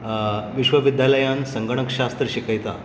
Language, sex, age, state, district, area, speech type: Goan Konkani, male, 45-60, Goa, Tiswadi, rural, spontaneous